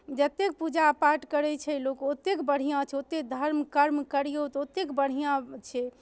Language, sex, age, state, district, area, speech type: Maithili, female, 30-45, Bihar, Darbhanga, urban, spontaneous